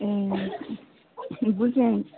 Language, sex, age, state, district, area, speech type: Nepali, female, 30-45, West Bengal, Alipurduar, rural, conversation